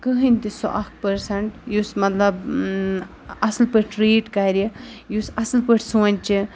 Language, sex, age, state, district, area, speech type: Kashmiri, female, 18-30, Jammu and Kashmir, Ganderbal, rural, spontaneous